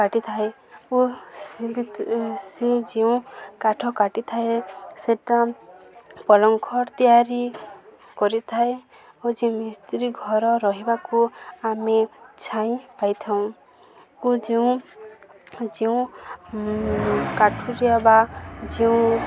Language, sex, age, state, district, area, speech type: Odia, female, 18-30, Odisha, Balangir, urban, spontaneous